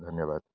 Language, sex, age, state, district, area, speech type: Odia, male, 18-30, Odisha, Jagatsinghpur, rural, spontaneous